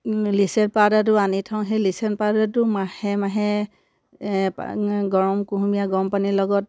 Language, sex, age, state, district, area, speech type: Assamese, female, 30-45, Assam, Sivasagar, rural, spontaneous